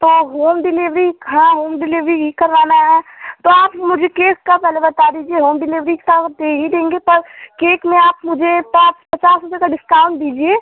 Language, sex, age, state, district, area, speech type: Hindi, female, 18-30, Uttar Pradesh, Ghazipur, rural, conversation